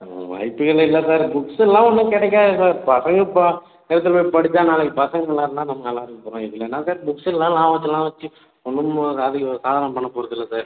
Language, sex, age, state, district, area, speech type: Tamil, male, 18-30, Tamil Nadu, Cuddalore, rural, conversation